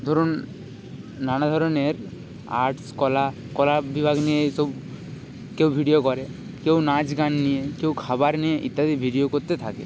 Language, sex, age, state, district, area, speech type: Bengali, male, 30-45, West Bengal, Purba Medinipur, rural, spontaneous